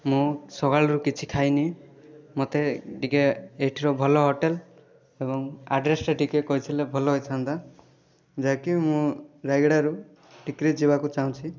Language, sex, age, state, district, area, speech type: Odia, male, 18-30, Odisha, Rayagada, urban, spontaneous